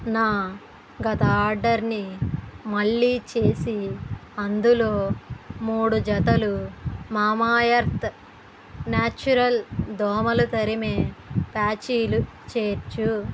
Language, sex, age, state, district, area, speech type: Telugu, female, 60+, Andhra Pradesh, East Godavari, rural, read